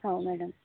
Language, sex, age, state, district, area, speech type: Marathi, female, 18-30, Maharashtra, Gondia, rural, conversation